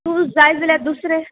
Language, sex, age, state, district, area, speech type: Goan Konkani, female, 18-30, Goa, Salcete, rural, conversation